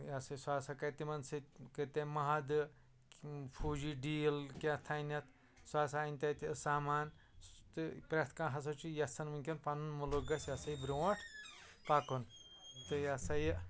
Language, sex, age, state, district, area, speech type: Kashmiri, male, 30-45, Jammu and Kashmir, Anantnag, rural, spontaneous